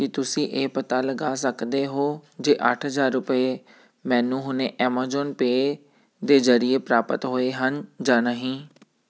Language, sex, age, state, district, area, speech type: Punjabi, male, 30-45, Punjab, Tarn Taran, urban, read